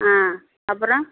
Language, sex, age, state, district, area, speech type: Tamil, female, 60+, Tamil Nadu, Coimbatore, rural, conversation